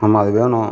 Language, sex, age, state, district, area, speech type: Tamil, male, 60+, Tamil Nadu, Sivaganga, urban, spontaneous